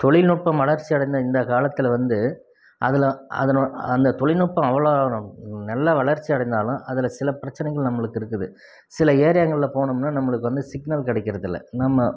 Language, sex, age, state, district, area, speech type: Tamil, male, 45-60, Tamil Nadu, Krishnagiri, rural, spontaneous